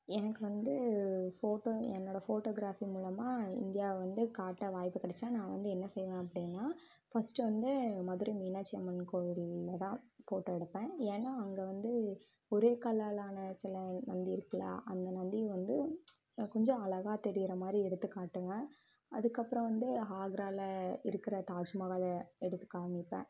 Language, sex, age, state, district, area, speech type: Tamil, female, 18-30, Tamil Nadu, Erode, rural, spontaneous